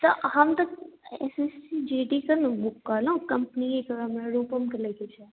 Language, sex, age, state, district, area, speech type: Maithili, female, 18-30, Bihar, Darbhanga, rural, conversation